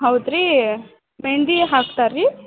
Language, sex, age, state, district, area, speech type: Kannada, female, 18-30, Karnataka, Gadag, urban, conversation